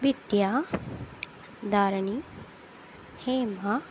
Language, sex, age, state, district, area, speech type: Tamil, female, 18-30, Tamil Nadu, Sivaganga, rural, spontaneous